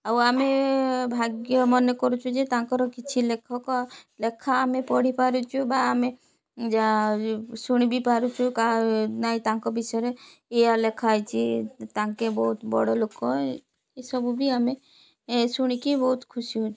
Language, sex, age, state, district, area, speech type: Odia, female, 30-45, Odisha, Rayagada, rural, spontaneous